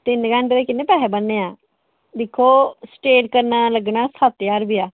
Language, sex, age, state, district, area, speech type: Dogri, female, 18-30, Jammu and Kashmir, Reasi, rural, conversation